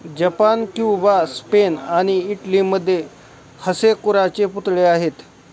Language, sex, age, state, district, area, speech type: Marathi, male, 18-30, Maharashtra, Osmanabad, rural, read